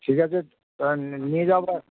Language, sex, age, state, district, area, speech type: Bengali, male, 45-60, West Bengal, Darjeeling, rural, conversation